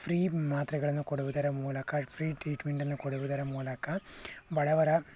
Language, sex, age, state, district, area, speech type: Kannada, male, 18-30, Karnataka, Chikkaballapur, urban, spontaneous